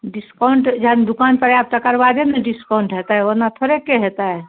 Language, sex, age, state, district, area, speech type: Maithili, female, 45-60, Bihar, Darbhanga, urban, conversation